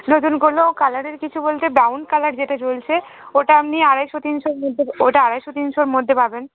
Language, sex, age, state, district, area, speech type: Bengali, female, 18-30, West Bengal, Cooch Behar, urban, conversation